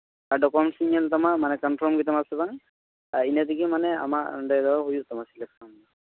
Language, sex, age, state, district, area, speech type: Santali, male, 18-30, West Bengal, Malda, rural, conversation